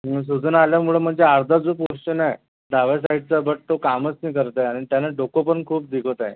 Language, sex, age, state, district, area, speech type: Marathi, male, 30-45, Maharashtra, Akola, rural, conversation